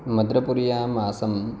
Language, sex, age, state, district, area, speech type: Sanskrit, male, 30-45, Maharashtra, Pune, urban, spontaneous